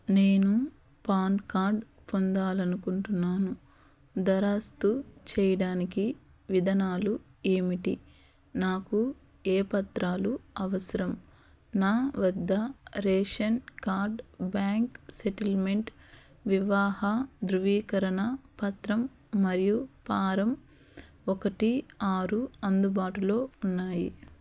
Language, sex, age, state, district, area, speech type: Telugu, female, 30-45, Andhra Pradesh, Eluru, urban, read